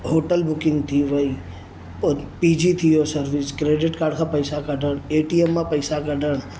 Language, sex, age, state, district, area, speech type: Sindhi, male, 30-45, Maharashtra, Mumbai Suburban, urban, spontaneous